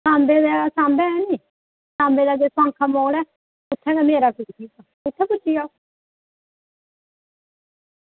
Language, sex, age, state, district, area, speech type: Dogri, female, 45-60, Jammu and Kashmir, Samba, rural, conversation